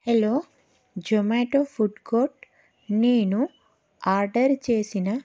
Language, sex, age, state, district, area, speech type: Telugu, female, 30-45, Telangana, Karimnagar, urban, spontaneous